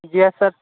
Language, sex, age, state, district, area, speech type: Urdu, male, 18-30, Delhi, Central Delhi, urban, conversation